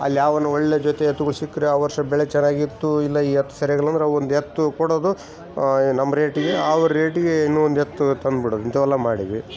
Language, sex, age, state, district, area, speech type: Kannada, male, 45-60, Karnataka, Bellary, rural, spontaneous